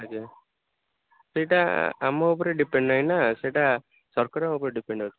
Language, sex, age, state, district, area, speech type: Odia, male, 18-30, Odisha, Jagatsinghpur, rural, conversation